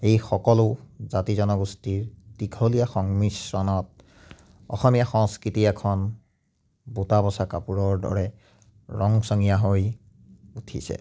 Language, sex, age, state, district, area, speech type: Assamese, male, 30-45, Assam, Biswanath, rural, spontaneous